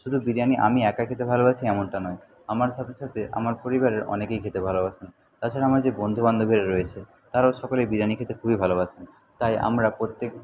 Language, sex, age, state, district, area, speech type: Bengali, male, 30-45, West Bengal, Jhargram, rural, spontaneous